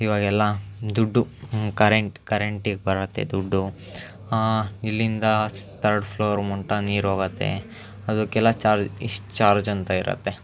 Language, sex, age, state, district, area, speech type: Kannada, male, 18-30, Karnataka, Chitradurga, rural, spontaneous